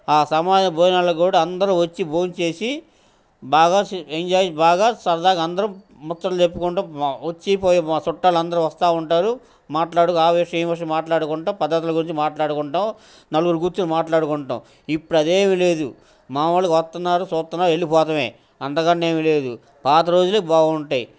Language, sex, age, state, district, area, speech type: Telugu, male, 60+, Andhra Pradesh, Guntur, urban, spontaneous